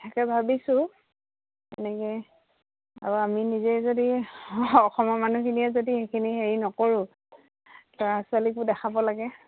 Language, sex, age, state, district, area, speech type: Assamese, female, 30-45, Assam, Dhemaji, rural, conversation